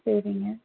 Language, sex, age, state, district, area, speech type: Tamil, female, 30-45, Tamil Nadu, Nilgiris, urban, conversation